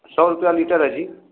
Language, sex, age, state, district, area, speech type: Hindi, male, 60+, Uttar Pradesh, Azamgarh, urban, conversation